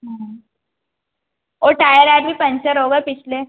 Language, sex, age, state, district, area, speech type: Hindi, female, 18-30, Madhya Pradesh, Harda, urban, conversation